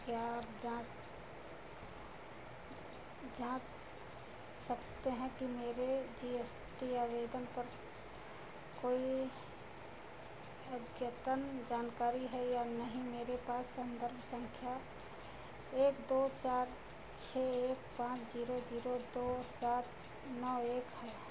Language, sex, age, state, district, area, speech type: Hindi, female, 60+, Uttar Pradesh, Ayodhya, urban, read